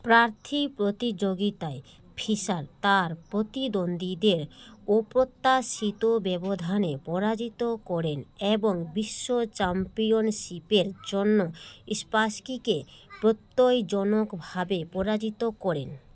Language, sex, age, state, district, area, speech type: Bengali, female, 30-45, West Bengal, Malda, urban, read